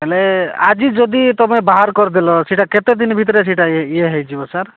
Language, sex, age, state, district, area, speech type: Odia, male, 45-60, Odisha, Nabarangpur, rural, conversation